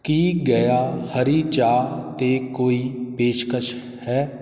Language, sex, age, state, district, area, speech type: Punjabi, male, 45-60, Punjab, Shaheed Bhagat Singh Nagar, urban, read